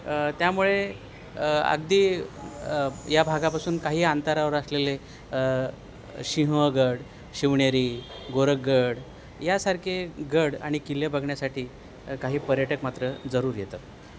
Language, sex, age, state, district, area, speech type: Marathi, male, 45-60, Maharashtra, Thane, rural, spontaneous